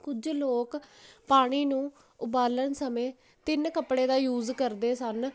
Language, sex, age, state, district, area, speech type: Punjabi, female, 18-30, Punjab, Jalandhar, urban, spontaneous